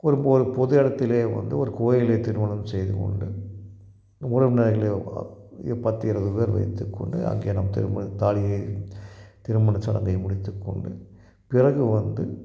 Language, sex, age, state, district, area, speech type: Tamil, male, 60+, Tamil Nadu, Tiruppur, rural, spontaneous